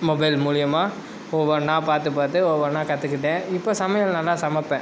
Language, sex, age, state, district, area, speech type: Tamil, male, 18-30, Tamil Nadu, Sivaganga, rural, spontaneous